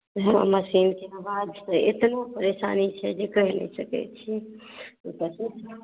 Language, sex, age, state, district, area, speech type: Maithili, female, 45-60, Bihar, Saharsa, urban, conversation